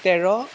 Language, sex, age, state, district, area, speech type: Assamese, male, 18-30, Assam, Jorhat, urban, spontaneous